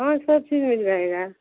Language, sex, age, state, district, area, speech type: Hindi, female, 60+, Uttar Pradesh, Mau, rural, conversation